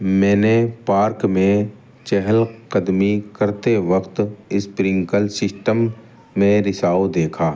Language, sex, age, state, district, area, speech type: Urdu, male, 30-45, Uttar Pradesh, Muzaffarnagar, rural, spontaneous